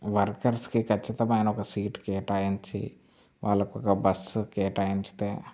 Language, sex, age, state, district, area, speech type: Telugu, male, 18-30, Telangana, Mancherial, rural, spontaneous